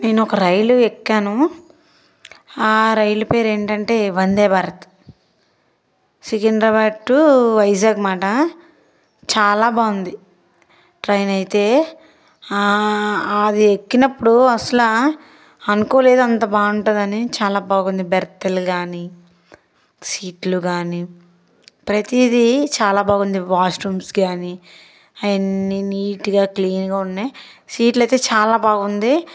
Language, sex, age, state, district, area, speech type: Telugu, female, 18-30, Andhra Pradesh, Palnadu, urban, spontaneous